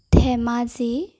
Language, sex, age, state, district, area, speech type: Assamese, female, 18-30, Assam, Sonitpur, rural, spontaneous